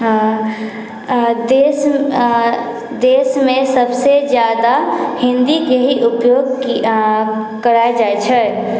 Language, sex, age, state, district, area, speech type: Maithili, female, 18-30, Bihar, Sitamarhi, rural, spontaneous